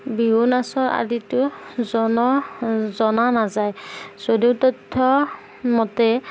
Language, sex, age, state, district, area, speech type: Assamese, female, 18-30, Assam, Darrang, rural, spontaneous